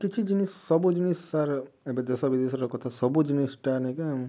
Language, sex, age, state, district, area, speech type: Odia, male, 18-30, Odisha, Kalahandi, rural, spontaneous